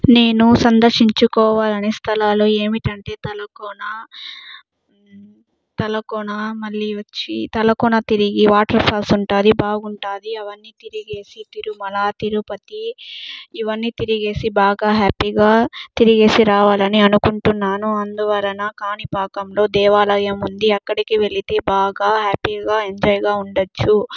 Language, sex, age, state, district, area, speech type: Telugu, female, 18-30, Andhra Pradesh, Chittoor, urban, spontaneous